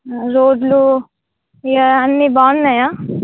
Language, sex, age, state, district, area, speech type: Telugu, female, 18-30, Telangana, Warangal, rural, conversation